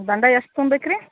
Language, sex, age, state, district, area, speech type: Kannada, female, 60+, Karnataka, Belgaum, rural, conversation